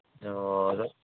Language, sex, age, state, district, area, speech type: Manipuri, male, 60+, Manipur, Kangpokpi, urban, conversation